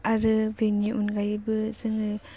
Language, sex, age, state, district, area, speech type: Bodo, female, 18-30, Assam, Baksa, rural, spontaneous